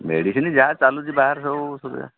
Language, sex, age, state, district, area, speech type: Odia, male, 45-60, Odisha, Sambalpur, rural, conversation